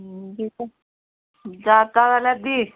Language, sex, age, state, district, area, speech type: Goan Konkani, female, 30-45, Goa, Murmgao, rural, conversation